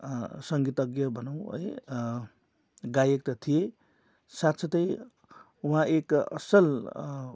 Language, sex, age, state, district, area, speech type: Nepali, male, 45-60, West Bengal, Darjeeling, rural, spontaneous